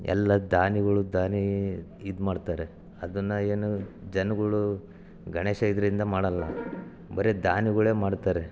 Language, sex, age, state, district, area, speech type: Kannada, male, 30-45, Karnataka, Chitradurga, rural, spontaneous